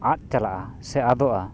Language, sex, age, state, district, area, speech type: Santali, male, 30-45, West Bengal, Birbhum, rural, spontaneous